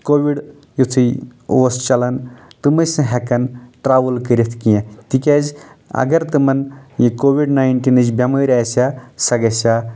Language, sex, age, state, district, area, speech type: Kashmiri, male, 18-30, Jammu and Kashmir, Anantnag, rural, spontaneous